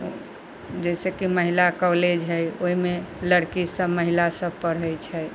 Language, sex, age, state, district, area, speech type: Maithili, female, 60+, Bihar, Sitamarhi, rural, spontaneous